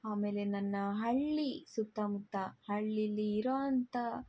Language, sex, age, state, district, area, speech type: Kannada, female, 18-30, Karnataka, Chitradurga, rural, spontaneous